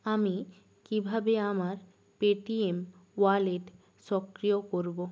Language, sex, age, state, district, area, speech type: Bengali, female, 18-30, West Bengal, Purba Medinipur, rural, read